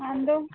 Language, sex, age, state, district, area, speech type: Malayalam, female, 18-30, Kerala, Alappuzha, rural, conversation